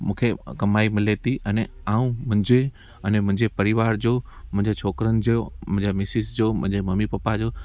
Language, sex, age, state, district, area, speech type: Sindhi, male, 30-45, Gujarat, Junagadh, rural, spontaneous